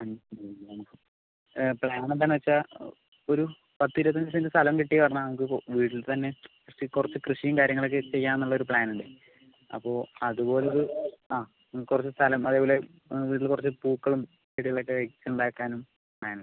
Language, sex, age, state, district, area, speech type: Malayalam, male, 45-60, Kerala, Palakkad, rural, conversation